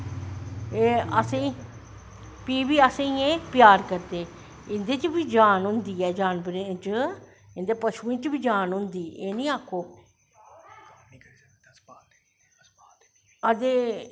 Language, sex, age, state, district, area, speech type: Dogri, male, 45-60, Jammu and Kashmir, Jammu, urban, spontaneous